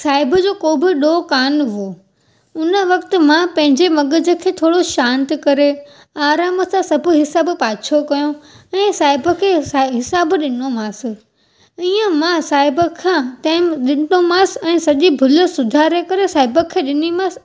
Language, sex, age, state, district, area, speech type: Sindhi, female, 18-30, Gujarat, Junagadh, urban, spontaneous